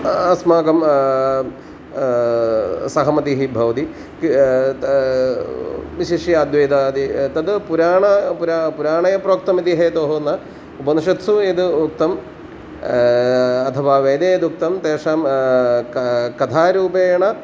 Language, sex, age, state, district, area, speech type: Sanskrit, male, 45-60, Kerala, Kottayam, rural, spontaneous